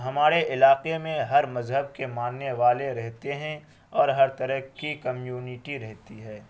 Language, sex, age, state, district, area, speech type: Urdu, male, 18-30, Bihar, Araria, rural, spontaneous